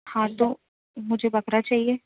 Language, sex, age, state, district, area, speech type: Urdu, female, 30-45, Delhi, Central Delhi, urban, conversation